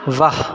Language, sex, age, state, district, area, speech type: Hindi, male, 45-60, Uttar Pradesh, Sonbhadra, rural, read